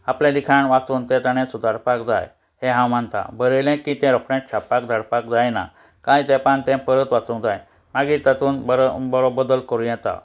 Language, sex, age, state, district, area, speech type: Goan Konkani, male, 60+, Goa, Ponda, rural, spontaneous